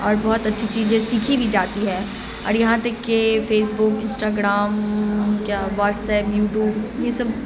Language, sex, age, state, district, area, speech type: Urdu, female, 18-30, Bihar, Supaul, rural, spontaneous